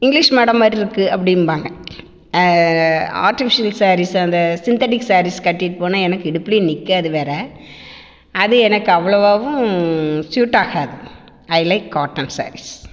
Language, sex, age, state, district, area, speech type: Tamil, female, 60+, Tamil Nadu, Namakkal, rural, spontaneous